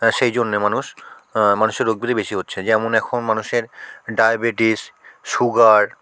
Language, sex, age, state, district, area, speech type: Bengali, male, 45-60, West Bengal, South 24 Parganas, rural, spontaneous